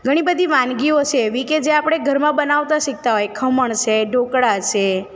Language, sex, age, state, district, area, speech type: Gujarati, female, 30-45, Gujarat, Narmada, rural, spontaneous